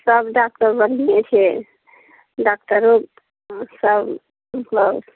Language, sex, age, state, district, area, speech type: Maithili, female, 45-60, Bihar, Araria, rural, conversation